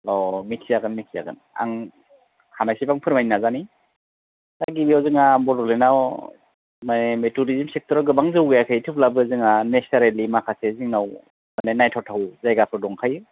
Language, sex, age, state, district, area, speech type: Bodo, male, 30-45, Assam, Baksa, rural, conversation